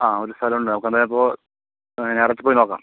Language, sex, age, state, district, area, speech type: Malayalam, male, 30-45, Kerala, Palakkad, rural, conversation